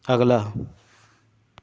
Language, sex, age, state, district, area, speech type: Punjabi, male, 30-45, Punjab, Shaheed Bhagat Singh Nagar, rural, read